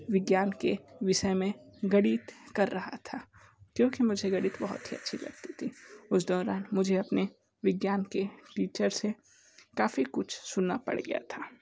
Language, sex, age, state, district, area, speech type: Hindi, male, 60+, Uttar Pradesh, Sonbhadra, rural, spontaneous